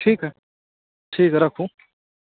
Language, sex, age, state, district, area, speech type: Maithili, male, 18-30, Bihar, Samastipur, rural, conversation